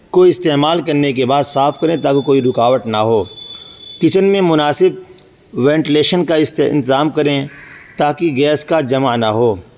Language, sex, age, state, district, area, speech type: Urdu, male, 18-30, Uttar Pradesh, Saharanpur, urban, spontaneous